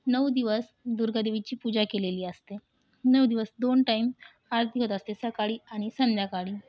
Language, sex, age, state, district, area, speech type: Marathi, female, 18-30, Maharashtra, Washim, urban, spontaneous